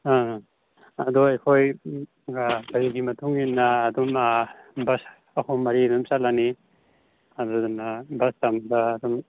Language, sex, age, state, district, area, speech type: Manipuri, male, 18-30, Manipur, Churachandpur, rural, conversation